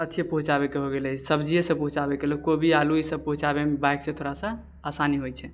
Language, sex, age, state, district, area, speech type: Maithili, male, 18-30, Bihar, Purnia, rural, spontaneous